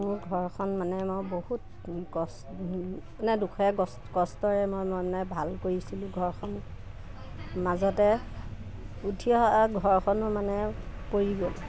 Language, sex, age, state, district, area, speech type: Assamese, female, 30-45, Assam, Nagaon, rural, spontaneous